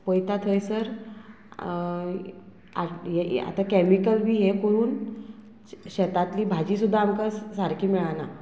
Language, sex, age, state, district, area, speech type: Goan Konkani, female, 45-60, Goa, Murmgao, rural, spontaneous